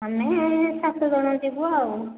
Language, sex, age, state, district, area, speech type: Odia, female, 45-60, Odisha, Angul, rural, conversation